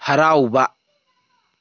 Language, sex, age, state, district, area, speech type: Manipuri, male, 18-30, Manipur, Tengnoupal, rural, read